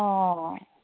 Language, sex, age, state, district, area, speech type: Assamese, female, 30-45, Assam, Charaideo, urban, conversation